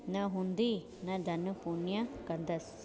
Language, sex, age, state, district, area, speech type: Sindhi, female, 30-45, Gujarat, Junagadh, urban, spontaneous